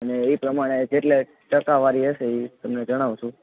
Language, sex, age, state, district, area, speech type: Gujarati, male, 18-30, Gujarat, Junagadh, urban, conversation